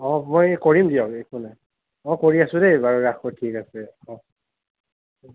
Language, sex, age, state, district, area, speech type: Assamese, male, 60+, Assam, Nagaon, rural, conversation